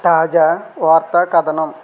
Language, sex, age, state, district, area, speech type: Telugu, male, 30-45, Andhra Pradesh, West Godavari, rural, read